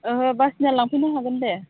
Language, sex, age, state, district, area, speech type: Bodo, female, 30-45, Assam, Chirang, urban, conversation